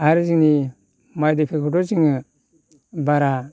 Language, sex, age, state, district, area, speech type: Bodo, male, 60+, Assam, Baksa, rural, spontaneous